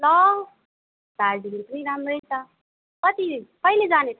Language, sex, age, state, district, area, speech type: Nepali, female, 18-30, West Bengal, Alipurduar, urban, conversation